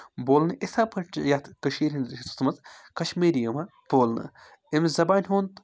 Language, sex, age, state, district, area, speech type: Kashmiri, male, 30-45, Jammu and Kashmir, Baramulla, rural, spontaneous